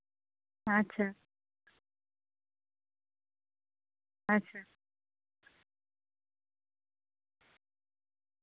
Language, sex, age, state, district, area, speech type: Dogri, female, 30-45, Jammu and Kashmir, Udhampur, rural, conversation